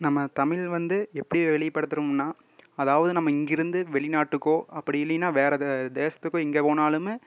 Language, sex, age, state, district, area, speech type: Tamil, male, 18-30, Tamil Nadu, Erode, rural, spontaneous